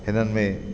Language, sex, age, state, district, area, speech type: Sindhi, male, 45-60, Delhi, South Delhi, rural, spontaneous